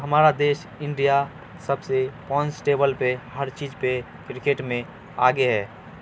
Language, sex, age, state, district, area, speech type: Urdu, male, 18-30, Bihar, Madhubani, rural, spontaneous